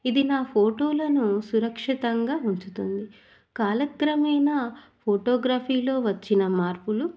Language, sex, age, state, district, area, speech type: Telugu, female, 30-45, Telangana, Hanamkonda, urban, spontaneous